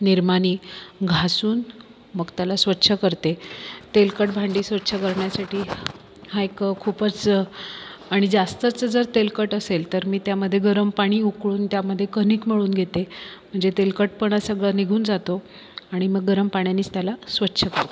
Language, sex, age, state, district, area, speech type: Marathi, female, 30-45, Maharashtra, Buldhana, urban, spontaneous